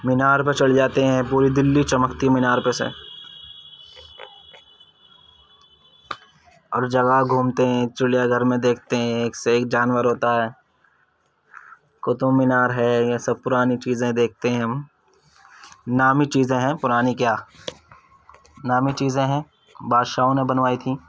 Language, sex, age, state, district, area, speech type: Urdu, male, 30-45, Uttar Pradesh, Ghaziabad, urban, spontaneous